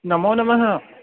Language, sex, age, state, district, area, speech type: Sanskrit, male, 18-30, Odisha, Khordha, rural, conversation